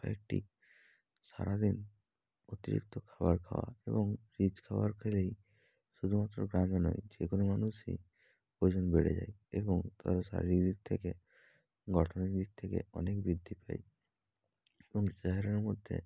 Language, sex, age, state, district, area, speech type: Bengali, male, 18-30, West Bengal, North 24 Parganas, rural, spontaneous